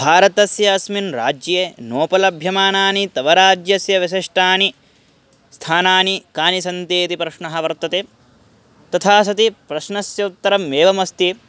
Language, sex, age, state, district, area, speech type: Sanskrit, male, 18-30, Uttar Pradesh, Hardoi, urban, spontaneous